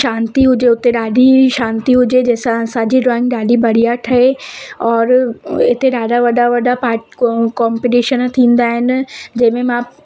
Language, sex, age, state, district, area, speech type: Sindhi, female, 18-30, Madhya Pradesh, Katni, urban, spontaneous